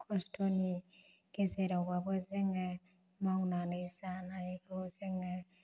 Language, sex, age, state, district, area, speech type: Bodo, female, 45-60, Assam, Chirang, rural, spontaneous